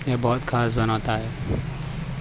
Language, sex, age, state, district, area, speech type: Urdu, male, 18-30, Maharashtra, Nashik, rural, spontaneous